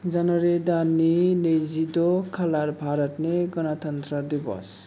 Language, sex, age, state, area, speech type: Bodo, male, 18-30, Assam, urban, spontaneous